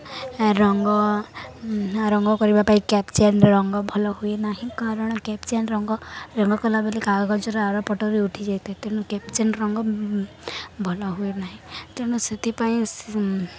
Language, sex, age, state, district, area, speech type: Odia, female, 18-30, Odisha, Balangir, urban, spontaneous